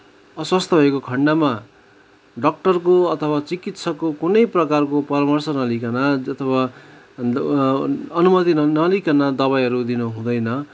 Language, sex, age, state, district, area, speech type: Nepali, male, 30-45, West Bengal, Kalimpong, rural, spontaneous